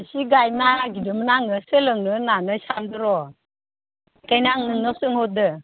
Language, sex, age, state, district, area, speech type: Bodo, female, 45-60, Assam, Baksa, rural, conversation